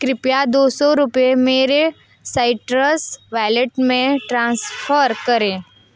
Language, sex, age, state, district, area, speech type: Hindi, female, 30-45, Uttar Pradesh, Mirzapur, rural, read